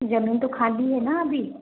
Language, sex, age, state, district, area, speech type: Hindi, female, 30-45, Madhya Pradesh, Balaghat, rural, conversation